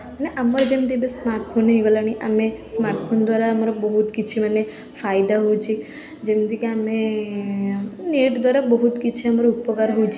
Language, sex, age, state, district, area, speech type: Odia, female, 18-30, Odisha, Puri, urban, spontaneous